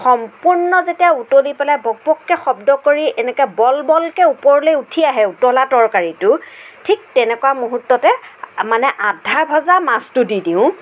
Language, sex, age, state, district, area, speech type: Assamese, female, 45-60, Assam, Nagaon, rural, spontaneous